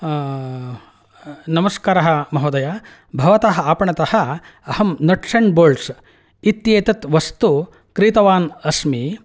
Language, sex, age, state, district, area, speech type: Sanskrit, male, 45-60, Karnataka, Mysore, urban, spontaneous